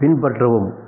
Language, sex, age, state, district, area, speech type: Tamil, male, 60+, Tamil Nadu, Erode, urban, read